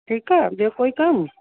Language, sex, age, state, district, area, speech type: Sindhi, female, 30-45, Uttar Pradesh, Lucknow, urban, conversation